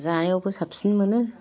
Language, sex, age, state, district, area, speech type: Bodo, female, 45-60, Assam, Kokrajhar, urban, spontaneous